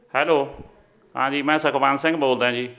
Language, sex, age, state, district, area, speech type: Punjabi, male, 45-60, Punjab, Fatehgarh Sahib, rural, spontaneous